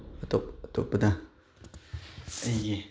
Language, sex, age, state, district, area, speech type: Manipuri, male, 30-45, Manipur, Chandel, rural, spontaneous